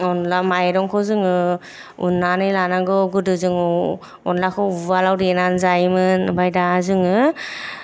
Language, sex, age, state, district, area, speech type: Bodo, female, 45-60, Assam, Kokrajhar, urban, spontaneous